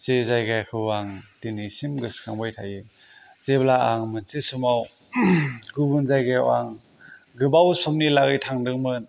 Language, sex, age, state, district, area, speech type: Bodo, male, 30-45, Assam, Kokrajhar, rural, spontaneous